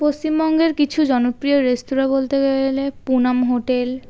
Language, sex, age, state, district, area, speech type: Bengali, female, 18-30, West Bengal, Birbhum, urban, spontaneous